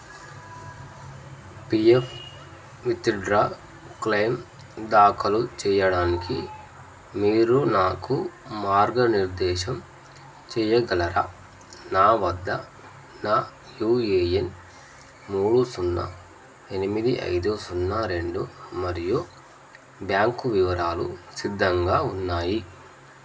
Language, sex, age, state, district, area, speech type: Telugu, male, 30-45, Telangana, Jangaon, rural, read